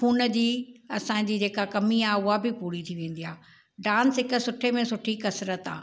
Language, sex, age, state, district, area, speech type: Sindhi, female, 60+, Maharashtra, Thane, urban, spontaneous